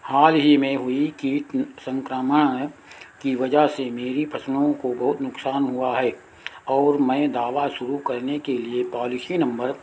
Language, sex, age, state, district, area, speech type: Hindi, male, 60+, Uttar Pradesh, Sitapur, rural, read